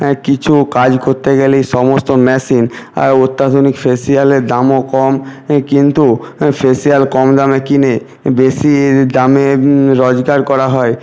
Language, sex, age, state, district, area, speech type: Bengali, male, 60+, West Bengal, Jhargram, rural, spontaneous